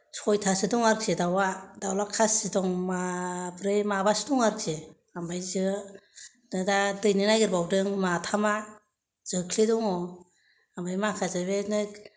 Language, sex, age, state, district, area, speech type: Bodo, female, 30-45, Assam, Kokrajhar, rural, spontaneous